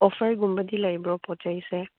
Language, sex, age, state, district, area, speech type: Manipuri, female, 30-45, Manipur, Chandel, rural, conversation